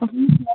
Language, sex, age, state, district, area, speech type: Marathi, female, 30-45, Maharashtra, Akola, rural, conversation